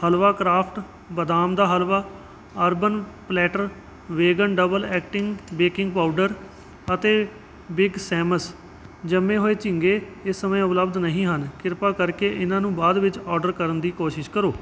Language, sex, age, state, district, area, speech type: Punjabi, male, 30-45, Punjab, Kapurthala, rural, read